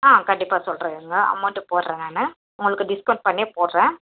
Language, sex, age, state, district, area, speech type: Tamil, female, 18-30, Tamil Nadu, Tiruvallur, urban, conversation